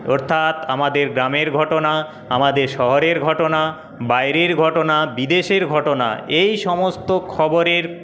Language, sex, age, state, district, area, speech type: Bengali, male, 30-45, West Bengal, Paschim Medinipur, rural, spontaneous